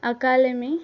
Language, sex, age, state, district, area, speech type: Telugu, female, 18-30, Telangana, Adilabad, urban, spontaneous